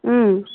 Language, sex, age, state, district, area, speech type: Tamil, female, 30-45, Tamil Nadu, Tirupattur, rural, conversation